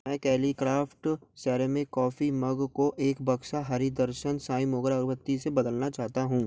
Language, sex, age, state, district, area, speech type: Hindi, male, 18-30, Madhya Pradesh, Gwalior, urban, read